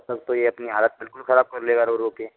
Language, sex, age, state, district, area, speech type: Hindi, male, 18-30, Rajasthan, Karauli, rural, conversation